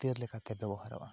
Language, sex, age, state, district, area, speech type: Santali, male, 30-45, West Bengal, Bankura, rural, spontaneous